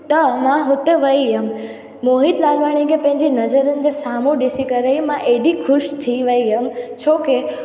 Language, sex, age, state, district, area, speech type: Sindhi, female, 18-30, Gujarat, Junagadh, rural, spontaneous